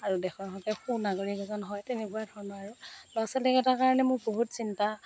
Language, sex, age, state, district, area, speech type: Assamese, female, 30-45, Assam, Morigaon, rural, spontaneous